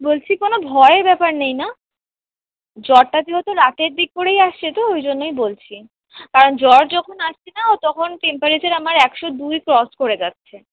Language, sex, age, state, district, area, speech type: Bengali, female, 18-30, West Bengal, Kolkata, urban, conversation